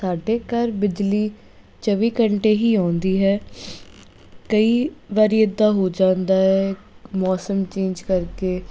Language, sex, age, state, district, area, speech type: Punjabi, female, 18-30, Punjab, Jalandhar, urban, spontaneous